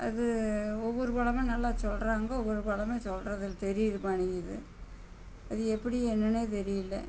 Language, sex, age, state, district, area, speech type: Tamil, female, 60+, Tamil Nadu, Namakkal, rural, spontaneous